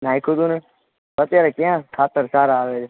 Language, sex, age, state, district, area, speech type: Gujarati, male, 18-30, Gujarat, Junagadh, urban, conversation